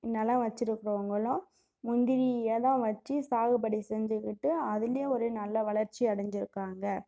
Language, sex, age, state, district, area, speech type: Tamil, female, 30-45, Tamil Nadu, Cuddalore, rural, spontaneous